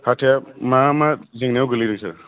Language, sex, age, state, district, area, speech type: Bodo, male, 45-60, Assam, Udalguri, urban, conversation